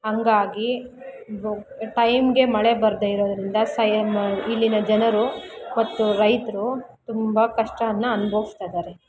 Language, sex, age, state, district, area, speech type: Kannada, female, 18-30, Karnataka, Kolar, rural, spontaneous